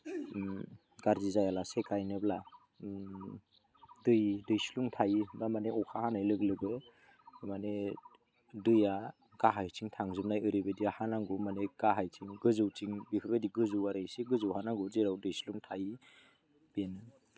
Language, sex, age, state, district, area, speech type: Bodo, male, 18-30, Assam, Udalguri, rural, spontaneous